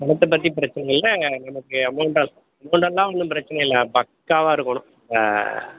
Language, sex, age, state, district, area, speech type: Tamil, male, 60+, Tamil Nadu, Madurai, rural, conversation